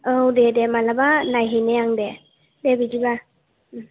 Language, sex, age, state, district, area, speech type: Bodo, female, 18-30, Assam, Chirang, urban, conversation